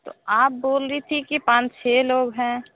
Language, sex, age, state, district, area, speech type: Hindi, female, 30-45, Uttar Pradesh, Sonbhadra, rural, conversation